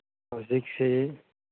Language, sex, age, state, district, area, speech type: Manipuri, male, 30-45, Manipur, Churachandpur, rural, conversation